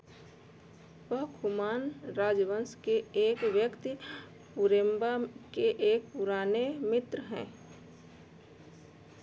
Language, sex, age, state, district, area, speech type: Hindi, female, 60+, Uttar Pradesh, Ayodhya, urban, read